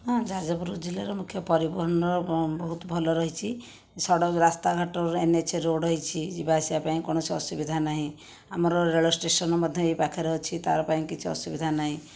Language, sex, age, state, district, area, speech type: Odia, female, 45-60, Odisha, Jajpur, rural, spontaneous